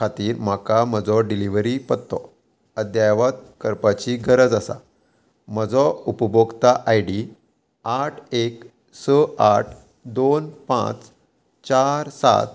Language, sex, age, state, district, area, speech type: Goan Konkani, male, 30-45, Goa, Murmgao, rural, read